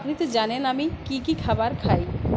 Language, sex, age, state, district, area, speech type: Bengali, female, 30-45, West Bengal, Uttar Dinajpur, rural, spontaneous